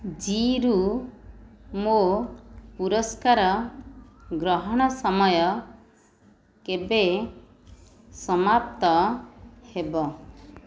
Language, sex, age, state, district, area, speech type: Odia, female, 30-45, Odisha, Nayagarh, rural, read